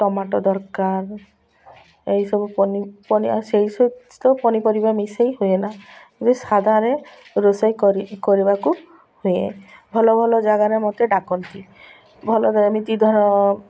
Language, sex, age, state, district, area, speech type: Odia, female, 45-60, Odisha, Malkangiri, urban, spontaneous